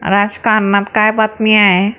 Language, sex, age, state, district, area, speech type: Marathi, female, 45-60, Maharashtra, Akola, urban, read